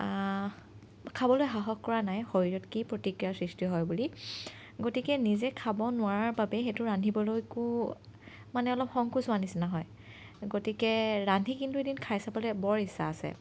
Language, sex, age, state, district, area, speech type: Assamese, female, 30-45, Assam, Morigaon, rural, spontaneous